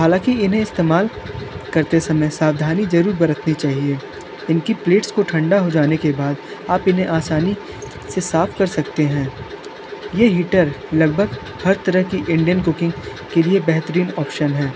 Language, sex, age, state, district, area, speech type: Hindi, male, 18-30, Uttar Pradesh, Sonbhadra, rural, spontaneous